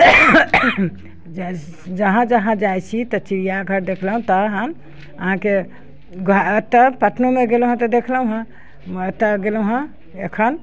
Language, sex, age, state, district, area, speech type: Maithili, female, 60+, Bihar, Muzaffarpur, urban, spontaneous